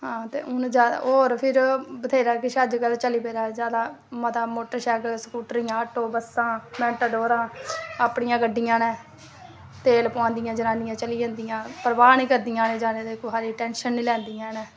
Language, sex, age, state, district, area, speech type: Dogri, female, 30-45, Jammu and Kashmir, Samba, rural, spontaneous